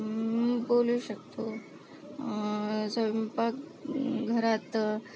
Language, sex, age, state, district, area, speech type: Marathi, female, 30-45, Maharashtra, Akola, rural, spontaneous